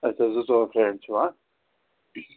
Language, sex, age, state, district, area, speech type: Kashmiri, male, 30-45, Jammu and Kashmir, Srinagar, urban, conversation